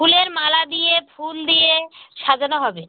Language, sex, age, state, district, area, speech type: Bengali, female, 45-60, West Bengal, North 24 Parganas, rural, conversation